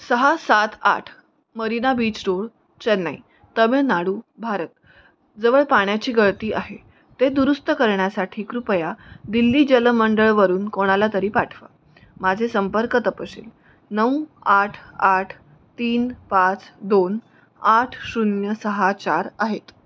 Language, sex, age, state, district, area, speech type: Marathi, female, 30-45, Maharashtra, Nanded, rural, read